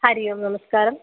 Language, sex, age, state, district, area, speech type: Sanskrit, female, 18-30, Kerala, Kozhikode, urban, conversation